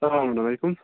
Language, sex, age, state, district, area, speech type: Kashmiri, male, 18-30, Jammu and Kashmir, Budgam, rural, conversation